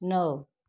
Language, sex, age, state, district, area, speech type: Hindi, female, 60+, Uttar Pradesh, Mau, rural, read